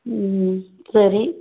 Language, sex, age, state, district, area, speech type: Tamil, female, 30-45, Tamil Nadu, Tirupattur, rural, conversation